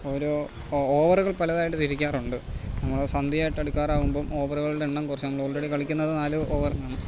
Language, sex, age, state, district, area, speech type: Malayalam, male, 30-45, Kerala, Alappuzha, rural, spontaneous